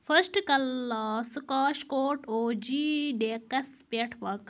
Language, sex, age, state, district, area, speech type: Kashmiri, female, 30-45, Jammu and Kashmir, Baramulla, rural, read